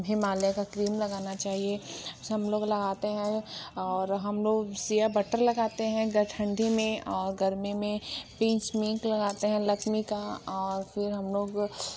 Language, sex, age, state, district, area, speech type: Hindi, female, 45-60, Uttar Pradesh, Mirzapur, rural, spontaneous